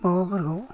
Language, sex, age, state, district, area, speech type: Bodo, male, 60+, Assam, Kokrajhar, rural, spontaneous